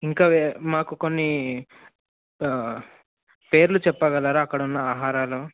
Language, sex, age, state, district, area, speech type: Telugu, male, 18-30, Telangana, Mulugu, urban, conversation